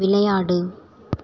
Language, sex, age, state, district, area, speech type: Tamil, female, 18-30, Tamil Nadu, Thanjavur, rural, read